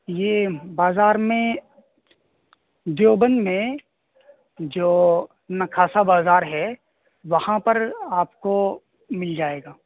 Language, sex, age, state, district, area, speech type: Urdu, male, 18-30, Uttar Pradesh, Saharanpur, urban, conversation